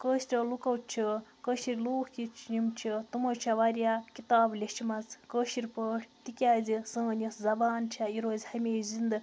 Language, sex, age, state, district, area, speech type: Kashmiri, female, 18-30, Jammu and Kashmir, Baramulla, rural, spontaneous